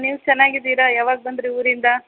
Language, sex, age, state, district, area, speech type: Kannada, female, 45-60, Karnataka, Chitradurga, urban, conversation